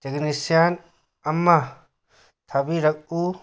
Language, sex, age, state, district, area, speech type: Manipuri, male, 45-60, Manipur, Kangpokpi, urban, read